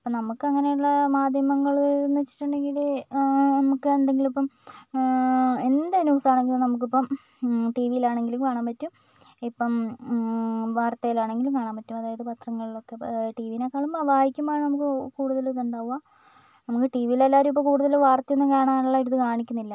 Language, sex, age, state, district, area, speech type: Malayalam, female, 18-30, Kerala, Wayanad, rural, spontaneous